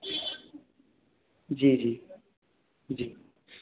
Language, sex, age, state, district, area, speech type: Hindi, male, 30-45, Madhya Pradesh, Bhopal, urban, conversation